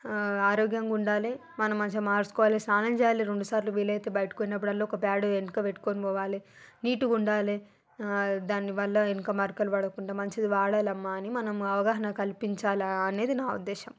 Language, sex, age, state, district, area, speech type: Telugu, female, 45-60, Telangana, Hyderabad, rural, spontaneous